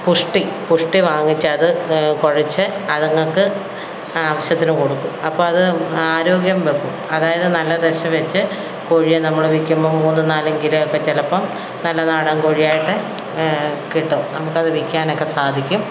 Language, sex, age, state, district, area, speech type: Malayalam, female, 45-60, Kerala, Kottayam, rural, spontaneous